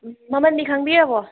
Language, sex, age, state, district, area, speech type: Manipuri, female, 18-30, Manipur, Thoubal, rural, conversation